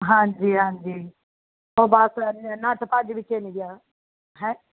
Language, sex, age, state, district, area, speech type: Punjabi, female, 45-60, Punjab, Mohali, urban, conversation